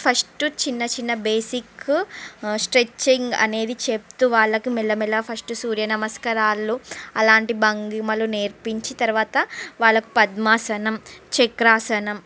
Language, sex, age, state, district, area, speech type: Telugu, female, 45-60, Andhra Pradesh, Srikakulam, urban, spontaneous